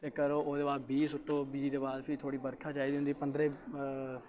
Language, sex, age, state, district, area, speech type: Dogri, male, 18-30, Jammu and Kashmir, Samba, rural, spontaneous